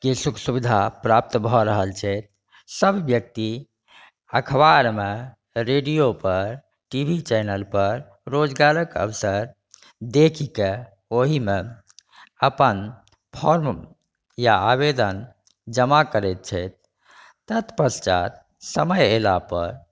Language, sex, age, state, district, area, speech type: Maithili, male, 45-60, Bihar, Saharsa, rural, spontaneous